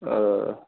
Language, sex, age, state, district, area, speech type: Hindi, male, 18-30, Bihar, Vaishali, rural, conversation